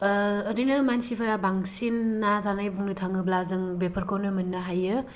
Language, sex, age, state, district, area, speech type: Bodo, female, 18-30, Assam, Kokrajhar, rural, spontaneous